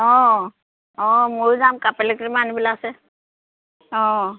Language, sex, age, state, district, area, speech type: Assamese, female, 45-60, Assam, Lakhimpur, rural, conversation